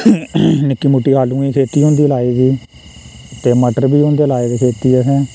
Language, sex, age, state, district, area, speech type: Dogri, male, 30-45, Jammu and Kashmir, Reasi, rural, spontaneous